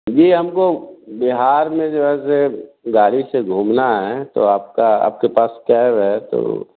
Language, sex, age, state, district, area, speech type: Hindi, male, 45-60, Bihar, Vaishali, rural, conversation